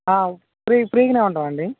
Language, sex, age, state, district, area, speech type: Telugu, male, 18-30, Telangana, Khammam, urban, conversation